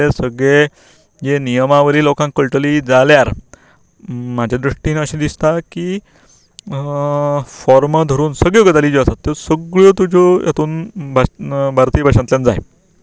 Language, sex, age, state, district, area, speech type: Goan Konkani, male, 45-60, Goa, Canacona, rural, spontaneous